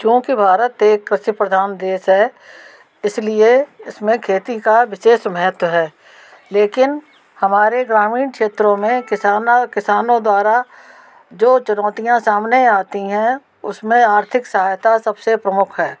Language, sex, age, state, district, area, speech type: Hindi, female, 60+, Madhya Pradesh, Gwalior, rural, spontaneous